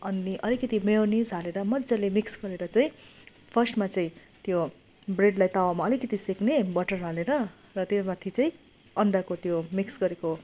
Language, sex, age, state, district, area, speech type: Nepali, female, 30-45, West Bengal, Darjeeling, rural, spontaneous